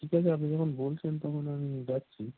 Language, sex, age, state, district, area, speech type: Bengali, male, 18-30, West Bengal, North 24 Parganas, rural, conversation